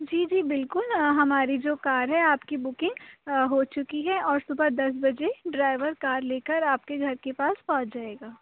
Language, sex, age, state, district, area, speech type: Urdu, female, 30-45, Uttar Pradesh, Aligarh, urban, conversation